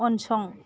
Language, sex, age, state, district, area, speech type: Bodo, female, 30-45, Assam, Kokrajhar, rural, read